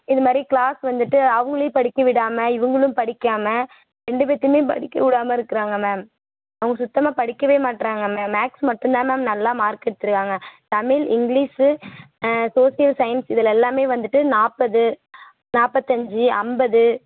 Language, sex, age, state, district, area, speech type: Tamil, female, 18-30, Tamil Nadu, Mayiladuthurai, urban, conversation